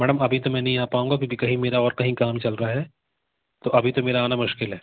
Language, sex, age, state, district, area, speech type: Hindi, male, 30-45, Madhya Pradesh, Katni, urban, conversation